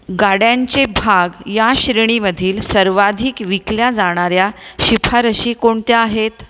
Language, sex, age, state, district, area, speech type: Marathi, female, 45-60, Maharashtra, Buldhana, urban, read